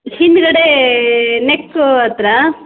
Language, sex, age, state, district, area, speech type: Kannada, female, 30-45, Karnataka, Shimoga, rural, conversation